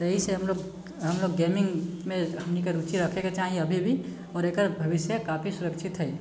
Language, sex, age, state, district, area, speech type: Maithili, male, 18-30, Bihar, Sitamarhi, urban, spontaneous